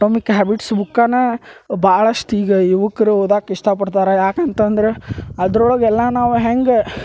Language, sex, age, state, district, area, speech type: Kannada, male, 30-45, Karnataka, Gadag, rural, spontaneous